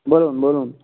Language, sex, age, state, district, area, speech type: Bengali, male, 18-30, West Bengal, Uttar Dinajpur, urban, conversation